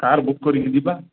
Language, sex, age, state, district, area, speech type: Odia, male, 45-60, Odisha, Koraput, urban, conversation